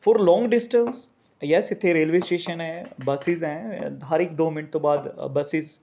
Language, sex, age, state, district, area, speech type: Punjabi, male, 30-45, Punjab, Rupnagar, urban, spontaneous